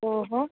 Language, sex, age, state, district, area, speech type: Gujarati, female, 18-30, Gujarat, Rajkot, rural, conversation